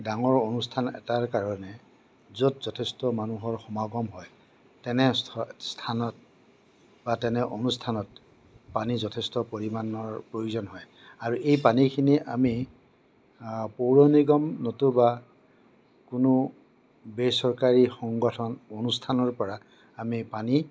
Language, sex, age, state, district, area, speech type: Assamese, male, 60+, Assam, Kamrup Metropolitan, urban, spontaneous